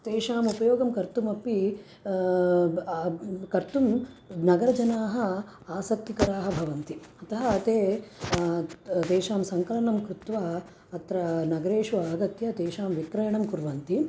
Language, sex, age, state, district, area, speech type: Sanskrit, female, 30-45, Andhra Pradesh, Krishna, urban, spontaneous